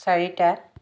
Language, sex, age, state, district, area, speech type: Assamese, female, 60+, Assam, Lakhimpur, urban, read